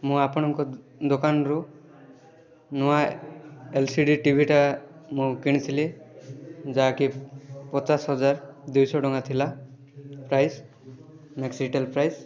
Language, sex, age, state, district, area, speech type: Odia, male, 18-30, Odisha, Rayagada, urban, spontaneous